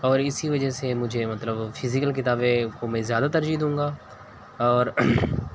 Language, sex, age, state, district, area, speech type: Urdu, male, 18-30, Uttar Pradesh, Siddharthnagar, rural, spontaneous